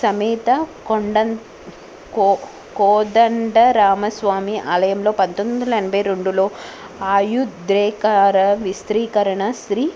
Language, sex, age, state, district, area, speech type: Telugu, female, 18-30, Telangana, Hyderabad, urban, spontaneous